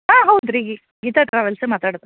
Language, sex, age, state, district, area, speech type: Kannada, female, 30-45, Karnataka, Dharwad, urban, conversation